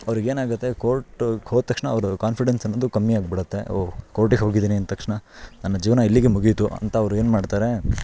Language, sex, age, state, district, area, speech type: Kannada, male, 18-30, Karnataka, Shimoga, rural, spontaneous